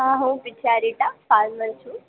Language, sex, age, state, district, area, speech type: Gujarati, female, 18-30, Gujarat, Junagadh, rural, conversation